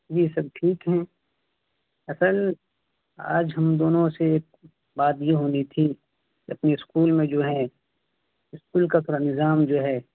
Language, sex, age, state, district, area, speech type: Urdu, male, 18-30, Bihar, Araria, rural, conversation